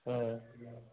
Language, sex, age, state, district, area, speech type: Manipuri, male, 18-30, Manipur, Thoubal, rural, conversation